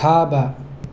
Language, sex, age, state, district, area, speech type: Manipuri, male, 30-45, Manipur, Tengnoupal, urban, read